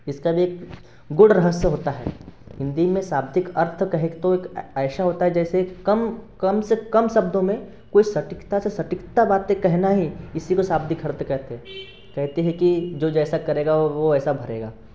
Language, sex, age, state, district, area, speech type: Hindi, male, 18-30, Madhya Pradesh, Betul, urban, spontaneous